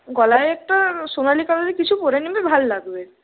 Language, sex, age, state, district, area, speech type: Bengali, female, 30-45, West Bengal, Purulia, urban, conversation